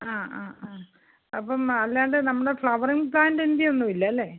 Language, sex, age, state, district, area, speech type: Malayalam, female, 45-60, Kerala, Thiruvananthapuram, urban, conversation